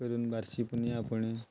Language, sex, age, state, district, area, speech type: Goan Konkani, male, 30-45, Goa, Quepem, rural, spontaneous